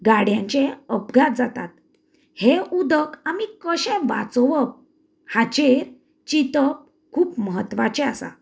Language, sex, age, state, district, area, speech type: Goan Konkani, female, 30-45, Goa, Canacona, rural, spontaneous